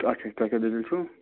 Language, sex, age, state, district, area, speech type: Kashmiri, male, 30-45, Jammu and Kashmir, Budgam, rural, conversation